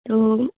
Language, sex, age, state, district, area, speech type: Bengali, female, 18-30, West Bengal, Darjeeling, urban, conversation